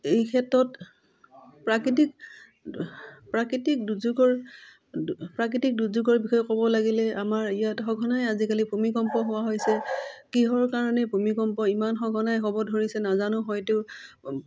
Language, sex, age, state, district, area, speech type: Assamese, female, 45-60, Assam, Udalguri, rural, spontaneous